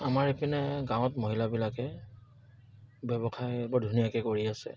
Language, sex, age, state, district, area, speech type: Assamese, male, 30-45, Assam, Dibrugarh, urban, spontaneous